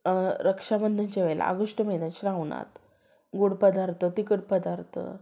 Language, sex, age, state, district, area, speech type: Marathi, female, 30-45, Maharashtra, Sangli, rural, spontaneous